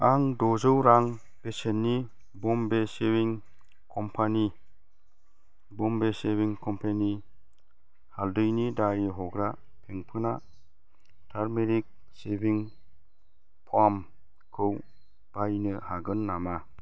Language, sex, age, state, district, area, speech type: Bodo, male, 45-60, Assam, Chirang, rural, read